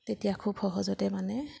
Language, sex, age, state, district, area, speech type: Assamese, female, 30-45, Assam, Sivasagar, urban, spontaneous